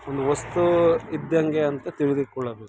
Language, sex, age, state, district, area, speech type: Kannada, male, 30-45, Karnataka, Mandya, rural, spontaneous